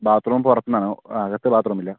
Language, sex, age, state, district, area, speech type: Malayalam, male, 30-45, Kerala, Palakkad, rural, conversation